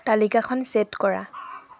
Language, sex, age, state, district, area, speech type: Assamese, female, 18-30, Assam, Sivasagar, rural, read